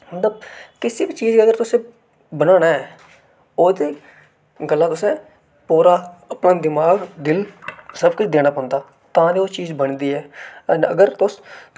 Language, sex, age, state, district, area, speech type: Dogri, male, 18-30, Jammu and Kashmir, Reasi, urban, spontaneous